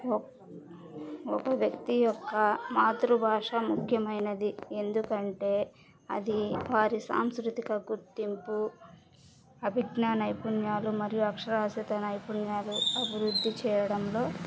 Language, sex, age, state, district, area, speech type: Telugu, female, 30-45, Andhra Pradesh, Bapatla, rural, spontaneous